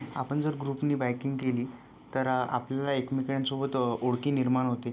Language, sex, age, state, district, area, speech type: Marathi, male, 18-30, Maharashtra, Yavatmal, rural, spontaneous